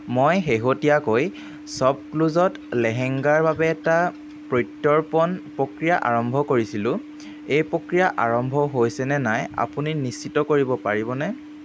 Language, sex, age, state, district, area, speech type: Assamese, male, 18-30, Assam, Jorhat, urban, read